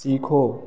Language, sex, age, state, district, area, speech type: Hindi, male, 18-30, Uttar Pradesh, Bhadohi, urban, read